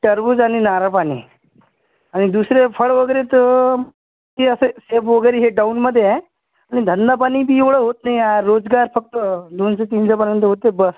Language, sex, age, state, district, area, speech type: Marathi, male, 30-45, Maharashtra, Washim, urban, conversation